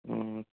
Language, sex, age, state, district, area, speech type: Bengali, male, 18-30, West Bengal, Murshidabad, urban, conversation